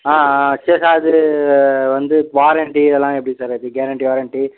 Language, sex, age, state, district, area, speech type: Tamil, male, 18-30, Tamil Nadu, Viluppuram, rural, conversation